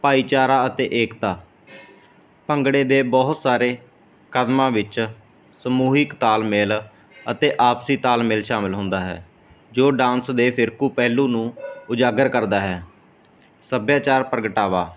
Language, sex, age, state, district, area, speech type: Punjabi, male, 30-45, Punjab, Mansa, rural, spontaneous